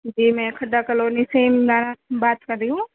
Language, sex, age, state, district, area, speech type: Urdu, female, 30-45, Delhi, South Delhi, urban, conversation